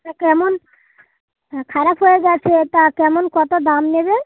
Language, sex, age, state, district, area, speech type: Bengali, female, 45-60, West Bengal, Dakshin Dinajpur, urban, conversation